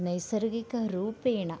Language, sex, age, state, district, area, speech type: Sanskrit, female, 18-30, Karnataka, Bagalkot, rural, spontaneous